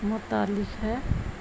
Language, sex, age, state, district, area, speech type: Urdu, female, 60+, Bihar, Gaya, urban, spontaneous